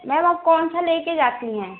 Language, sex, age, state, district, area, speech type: Hindi, female, 18-30, Uttar Pradesh, Azamgarh, rural, conversation